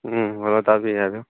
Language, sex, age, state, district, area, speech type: Manipuri, male, 45-60, Manipur, Churachandpur, rural, conversation